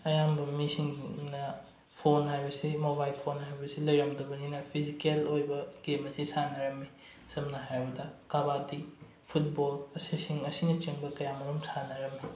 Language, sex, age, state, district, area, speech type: Manipuri, male, 18-30, Manipur, Bishnupur, rural, spontaneous